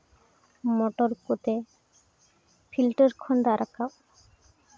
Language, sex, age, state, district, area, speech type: Santali, female, 18-30, West Bengal, Uttar Dinajpur, rural, spontaneous